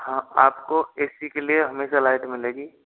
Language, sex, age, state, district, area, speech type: Hindi, male, 45-60, Rajasthan, Jodhpur, urban, conversation